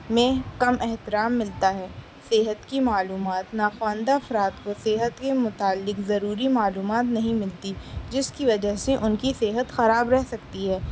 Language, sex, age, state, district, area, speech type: Urdu, female, 18-30, Delhi, East Delhi, urban, spontaneous